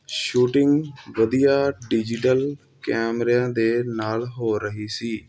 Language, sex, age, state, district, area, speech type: Punjabi, male, 30-45, Punjab, Hoshiarpur, urban, spontaneous